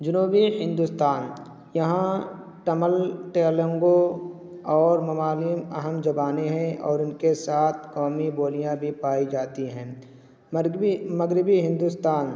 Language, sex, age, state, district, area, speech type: Urdu, male, 18-30, Uttar Pradesh, Balrampur, rural, spontaneous